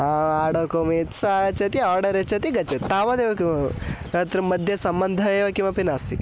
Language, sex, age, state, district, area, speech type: Sanskrit, male, 18-30, Karnataka, Hassan, rural, spontaneous